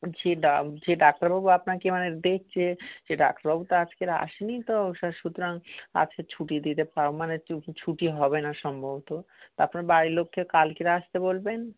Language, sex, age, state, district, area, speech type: Bengali, male, 45-60, West Bengal, Darjeeling, urban, conversation